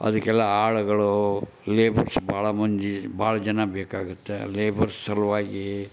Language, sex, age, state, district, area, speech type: Kannada, male, 60+, Karnataka, Koppal, rural, spontaneous